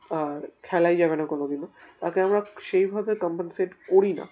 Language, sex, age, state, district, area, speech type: Bengali, male, 18-30, West Bengal, Darjeeling, urban, spontaneous